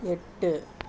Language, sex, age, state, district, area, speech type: Tamil, male, 18-30, Tamil Nadu, Krishnagiri, rural, read